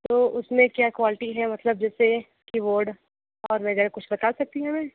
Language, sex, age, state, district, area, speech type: Hindi, other, 30-45, Uttar Pradesh, Sonbhadra, rural, conversation